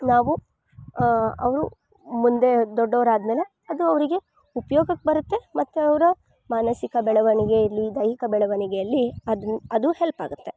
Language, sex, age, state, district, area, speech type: Kannada, female, 18-30, Karnataka, Chikkamagaluru, rural, spontaneous